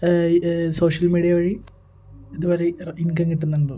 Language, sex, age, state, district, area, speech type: Malayalam, male, 18-30, Kerala, Kottayam, rural, spontaneous